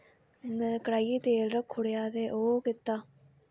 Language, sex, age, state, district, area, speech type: Dogri, female, 18-30, Jammu and Kashmir, Udhampur, rural, spontaneous